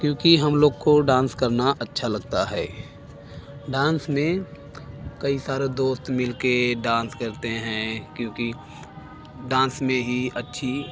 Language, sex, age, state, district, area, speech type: Hindi, male, 18-30, Uttar Pradesh, Bhadohi, rural, spontaneous